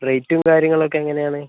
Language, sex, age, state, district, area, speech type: Malayalam, male, 18-30, Kerala, Kozhikode, rural, conversation